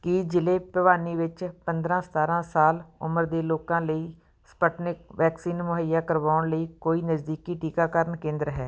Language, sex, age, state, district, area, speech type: Punjabi, female, 45-60, Punjab, Fatehgarh Sahib, urban, read